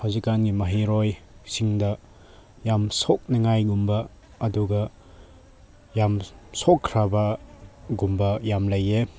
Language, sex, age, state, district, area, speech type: Manipuri, male, 18-30, Manipur, Chandel, rural, spontaneous